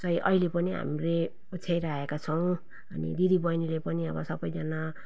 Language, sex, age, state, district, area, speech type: Nepali, female, 45-60, West Bengal, Jalpaiguri, urban, spontaneous